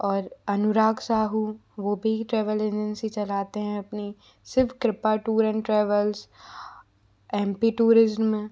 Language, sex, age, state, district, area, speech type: Hindi, female, 45-60, Madhya Pradesh, Bhopal, urban, spontaneous